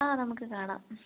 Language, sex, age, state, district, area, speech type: Malayalam, female, 18-30, Kerala, Thiruvananthapuram, rural, conversation